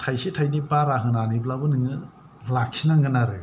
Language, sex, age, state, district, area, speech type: Bodo, male, 45-60, Assam, Kokrajhar, rural, spontaneous